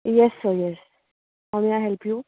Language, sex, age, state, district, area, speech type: Goan Konkani, female, 18-30, Goa, Bardez, urban, conversation